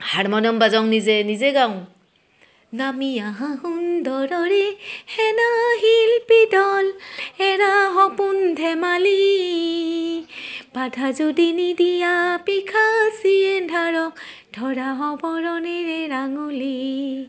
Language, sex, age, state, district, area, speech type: Assamese, female, 45-60, Assam, Barpeta, rural, spontaneous